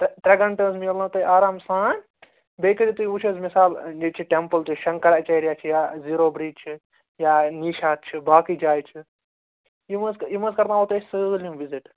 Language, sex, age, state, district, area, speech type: Kashmiri, male, 30-45, Jammu and Kashmir, Srinagar, urban, conversation